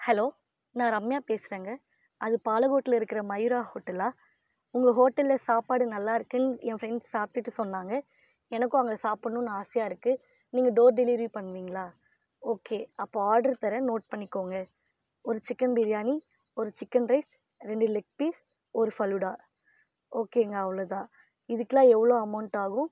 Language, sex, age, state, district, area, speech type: Tamil, female, 18-30, Tamil Nadu, Dharmapuri, rural, spontaneous